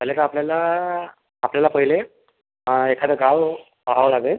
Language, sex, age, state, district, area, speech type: Marathi, male, 30-45, Maharashtra, Akola, rural, conversation